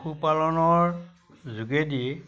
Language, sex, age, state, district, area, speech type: Assamese, male, 60+, Assam, Majuli, rural, spontaneous